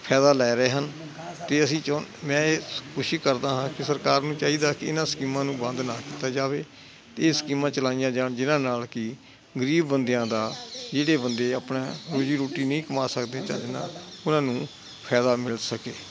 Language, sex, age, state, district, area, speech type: Punjabi, male, 60+, Punjab, Hoshiarpur, rural, spontaneous